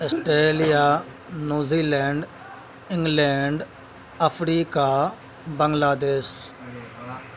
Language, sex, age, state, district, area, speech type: Urdu, male, 18-30, Delhi, Central Delhi, rural, spontaneous